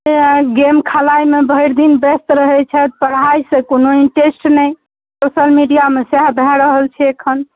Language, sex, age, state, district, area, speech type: Maithili, female, 30-45, Bihar, Darbhanga, urban, conversation